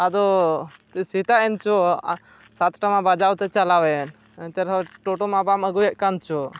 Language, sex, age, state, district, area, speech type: Santali, male, 18-30, West Bengal, Purba Bardhaman, rural, spontaneous